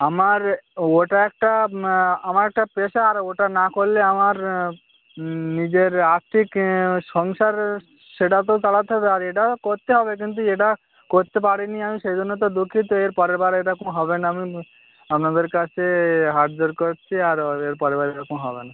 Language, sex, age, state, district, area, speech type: Bengali, male, 18-30, West Bengal, Birbhum, urban, conversation